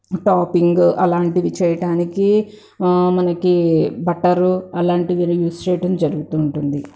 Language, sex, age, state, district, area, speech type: Telugu, female, 18-30, Andhra Pradesh, Guntur, urban, spontaneous